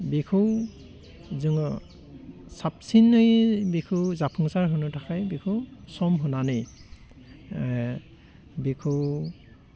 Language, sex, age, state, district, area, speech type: Bodo, male, 30-45, Assam, Udalguri, urban, spontaneous